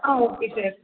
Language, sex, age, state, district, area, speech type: Tamil, female, 18-30, Tamil Nadu, Chennai, urban, conversation